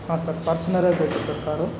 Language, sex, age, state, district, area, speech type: Kannada, male, 45-60, Karnataka, Kolar, rural, spontaneous